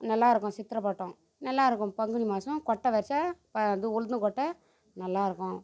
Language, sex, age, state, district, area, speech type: Tamil, female, 45-60, Tamil Nadu, Tiruvannamalai, rural, spontaneous